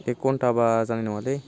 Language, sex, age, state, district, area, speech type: Bodo, male, 18-30, Assam, Baksa, rural, spontaneous